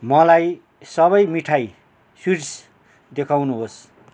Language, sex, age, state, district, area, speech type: Nepali, male, 60+, West Bengal, Kalimpong, rural, read